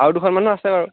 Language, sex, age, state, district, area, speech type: Assamese, male, 18-30, Assam, Jorhat, urban, conversation